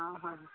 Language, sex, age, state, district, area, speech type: Assamese, female, 60+, Assam, Sivasagar, rural, conversation